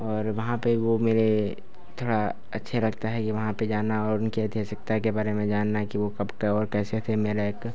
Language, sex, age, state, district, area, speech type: Hindi, male, 30-45, Uttar Pradesh, Lucknow, rural, spontaneous